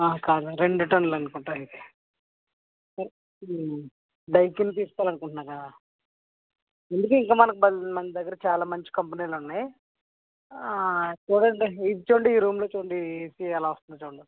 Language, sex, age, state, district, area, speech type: Telugu, male, 30-45, Andhra Pradesh, West Godavari, rural, conversation